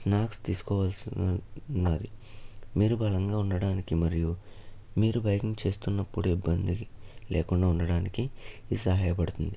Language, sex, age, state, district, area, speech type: Telugu, male, 18-30, Andhra Pradesh, Eluru, urban, spontaneous